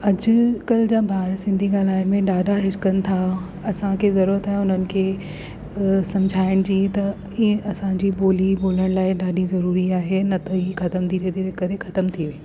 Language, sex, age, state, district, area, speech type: Sindhi, female, 30-45, Delhi, South Delhi, urban, spontaneous